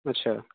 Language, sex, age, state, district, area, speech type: Maithili, male, 45-60, Bihar, Sitamarhi, urban, conversation